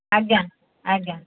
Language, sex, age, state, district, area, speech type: Odia, female, 45-60, Odisha, Sundergarh, rural, conversation